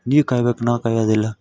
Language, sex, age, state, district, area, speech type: Kannada, male, 18-30, Karnataka, Yadgir, rural, spontaneous